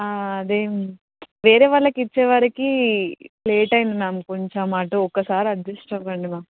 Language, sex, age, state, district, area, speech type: Telugu, female, 18-30, Telangana, Karimnagar, urban, conversation